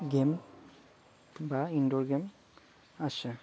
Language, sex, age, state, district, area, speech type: Assamese, male, 30-45, Assam, Darrang, rural, spontaneous